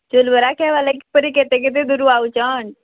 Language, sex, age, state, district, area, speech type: Odia, female, 18-30, Odisha, Bargarh, urban, conversation